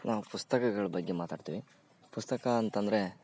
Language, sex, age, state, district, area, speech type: Kannada, male, 18-30, Karnataka, Bellary, rural, spontaneous